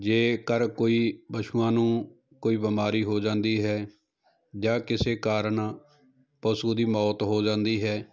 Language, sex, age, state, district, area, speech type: Punjabi, male, 30-45, Punjab, Jalandhar, urban, spontaneous